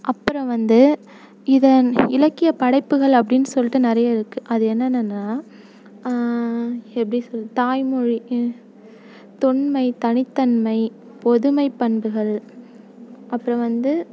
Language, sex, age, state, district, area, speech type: Tamil, female, 18-30, Tamil Nadu, Tiruvarur, rural, spontaneous